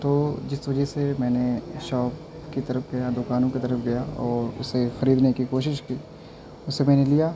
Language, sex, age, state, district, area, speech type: Urdu, male, 18-30, Delhi, North West Delhi, urban, spontaneous